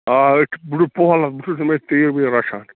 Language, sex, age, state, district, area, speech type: Kashmiri, male, 45-60, Jammu and Kashmir, Bandipora, rural, conversation